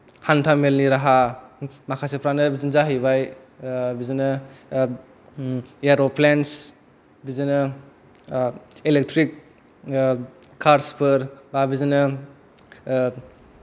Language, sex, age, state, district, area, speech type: Bodo, male, 18-30, Assam, Kokrajhar, urban, spontaneous